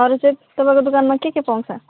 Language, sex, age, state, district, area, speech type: Nepali, female, 30-45, West Bengal, Jalpaiguri, urban, conversation